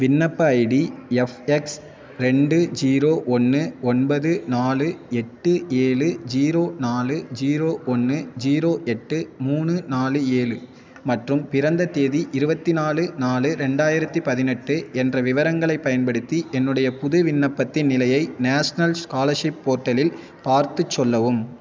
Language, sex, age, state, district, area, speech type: Tamil, male, 18-30, Tamil Nadu, Thanjavur, urban, read